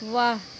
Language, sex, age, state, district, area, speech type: Hindi, female, 18-30, Uttar Pradesh, Pratapgarh, rural, read